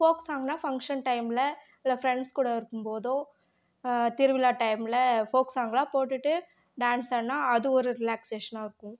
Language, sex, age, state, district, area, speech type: Tamil, female, 18-30, Tamil Nadu, Namakkal, urban, spontaneous